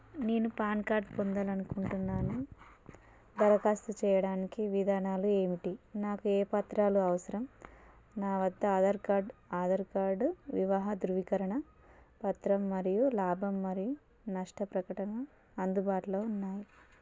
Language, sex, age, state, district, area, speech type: Telugu, female, 30-45, Telangana, Warangal, rural, read